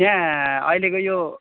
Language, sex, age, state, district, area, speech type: Nepali, male, 30-45, West Bengal, Kalimpong, rural, conversation